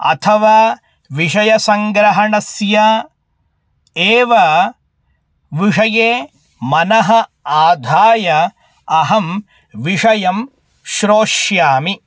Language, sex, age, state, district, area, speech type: Sanskrit, male, 18-30, Karnataka, Bangalore Rural, urban, spontaneous